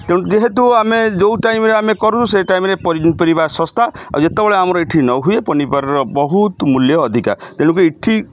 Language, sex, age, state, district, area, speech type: Odia, male, 60+, Odisha, Kendrapara, urban, spontaneous